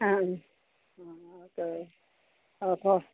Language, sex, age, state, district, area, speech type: Malayalam, female, 45-60, Kerala, Kollam, rural, conversation